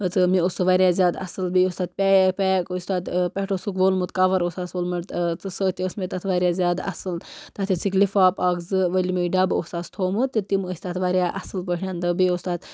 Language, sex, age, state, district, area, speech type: Kashmiri, female, 18-30, Jammu and Kashmir, Baramulla, rural, spontaneous